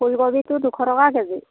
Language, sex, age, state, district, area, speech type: Assamese, female, 30-45, Assam, Golaghat, urban, conversation